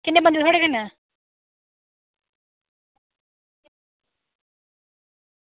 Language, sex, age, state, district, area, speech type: Dogri, female, 18-30, Jammu and Kashmir, Samba, rural, conversation